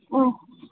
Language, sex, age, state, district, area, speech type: Manipuri, female, 18-30, Manipur, Senapati, rural, conversation